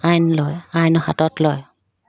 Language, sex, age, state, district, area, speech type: Assamese, female, 30-45, Assam, Dibrugarh, rural, spontaneous